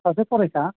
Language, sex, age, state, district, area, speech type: Bodo, male, 45-60, Assam, Chirang, rural, conversation